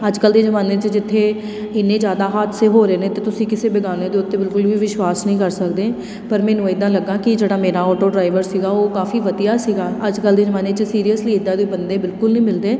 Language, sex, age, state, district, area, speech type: Punjabi, female, 30-45, Punjab, Tarn Taran, urban, spontaneous